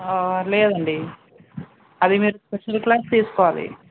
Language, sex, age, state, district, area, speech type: Telugu, female, 18-30, Andhra Pradesh, Nandyal, rural, conversation